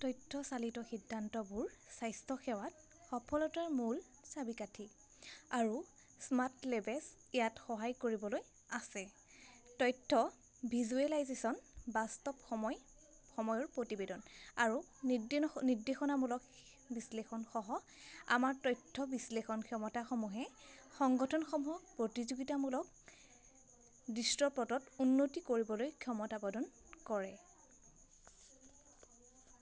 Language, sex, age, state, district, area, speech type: Assamese, female, 18-30, Assam, Majuli, urban, read